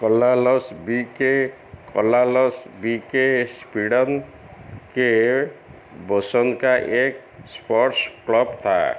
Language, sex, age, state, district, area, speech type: Hindi, male, 45-60, Madhya Pradesh, Chhindwara, rural, read